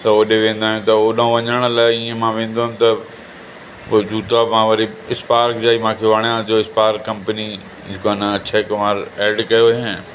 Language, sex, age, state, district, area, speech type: Sindhi, male, 45-60, Uttar Pradesh, Lucknow, rural, spontaneous